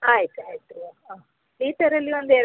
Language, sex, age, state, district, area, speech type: Kannada, female, 60+, Karnataka, Dakshina Kannada, rural, conversation